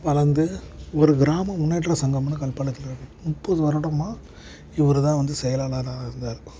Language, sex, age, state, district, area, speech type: Tamil, male, 30-45, Tamil Nadu, Perambalur, urban, spontaneous